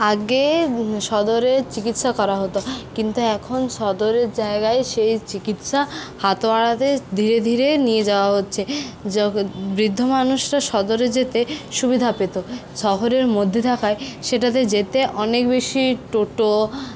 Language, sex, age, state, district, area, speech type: Bengali, female, 30-45, West Bengal, Purulia, rural, spontaneous